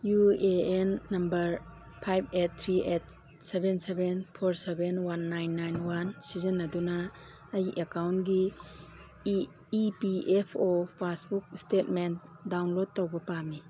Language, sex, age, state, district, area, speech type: Manipuri, female, 45-60, Manipur, Churachandpur, urban, read